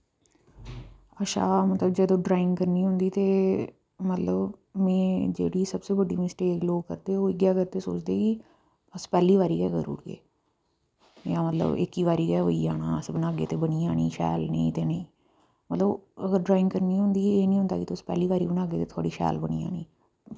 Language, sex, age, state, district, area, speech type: Dogri, female, 45-60, Jammu and Kashmir, Udhampur, urban, spontaneous